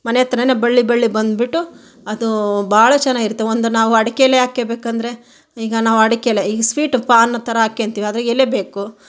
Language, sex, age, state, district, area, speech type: Kannada, female, 45-60, Karnataka, Chitradurga, rural, spontaneous